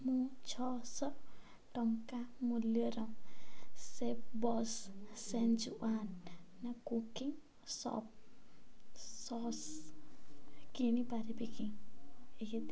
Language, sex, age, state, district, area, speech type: Odia, female, 18-30, Odisha, Ganjam, urban, read